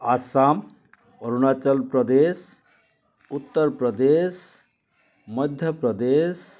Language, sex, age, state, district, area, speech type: Assamese, male, 60+, Assam, Biswanath, rural, spontaneous